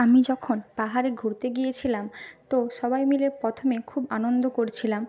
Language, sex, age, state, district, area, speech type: Bengali, female, 30-45, West Bengal, Purba Medinipur, rural, spontaneous